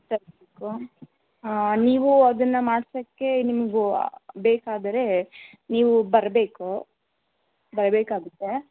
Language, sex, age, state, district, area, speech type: Kannada, female, 18-30, Karnataka, Tumkur, urban, conversation